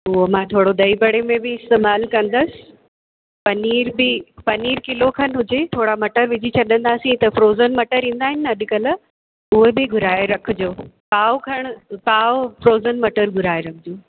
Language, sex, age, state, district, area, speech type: Sindhi, female, 30-45, Rajasthan, Ajmer, urban, conversation